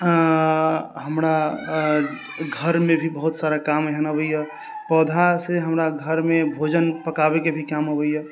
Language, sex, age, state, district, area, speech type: Maithili, female, 18-30, Bihar, Sitamarhi, rural, spontaneous